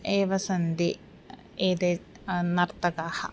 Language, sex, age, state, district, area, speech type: Sanskrit, female, 18-30, Kerala, Thiruvananthapuram, urban, spontaneous